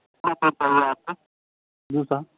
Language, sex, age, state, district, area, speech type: Urdu, male, 30-45, Bihar, Supaul, urban, conversation